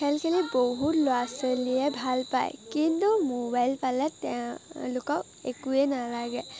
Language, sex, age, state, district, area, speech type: Assamese, female, 18-30, Assam, Majuli, urban, spontaneous